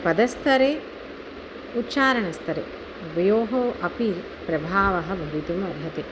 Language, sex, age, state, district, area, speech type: Sanskrit, female, 45-60, Tamil Nadu, Chennai, urban, spontaneous